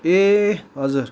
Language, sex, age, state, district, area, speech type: Nepali, male, 30-45, West Bengal, Kalimpong, rural, spontaneous